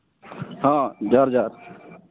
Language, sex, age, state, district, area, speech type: Santali, male, 18-30, Jharkhand, East Singhbhum, rural, conversation